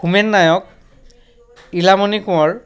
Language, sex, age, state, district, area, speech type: Assamese, male, 45-60, Assam, Dhemaji, rural, spontaneous